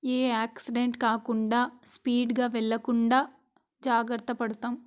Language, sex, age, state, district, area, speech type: Telugu, female, 18-30, Andhra Pradesh, Krishna, urban, spontaneous